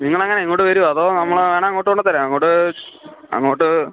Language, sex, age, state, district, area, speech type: Malayalam, male, 18-30, Kerala, Kottayam, rural, conversation